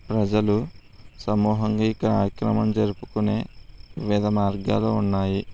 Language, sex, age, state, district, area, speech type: Telugu, male, 60+, Andhra Pradesh, East Godavari, rural, spontaneous